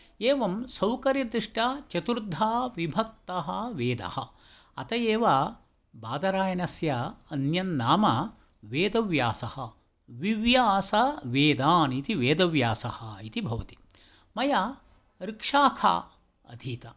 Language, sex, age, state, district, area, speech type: Sanskrit, male, 60+, Karnataka, Tumkur, urban, spontaneous